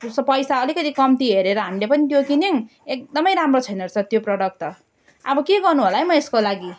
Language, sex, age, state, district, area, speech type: Nepali, female, 30-45, West Bengal, Darjeeling, rural, spontaneous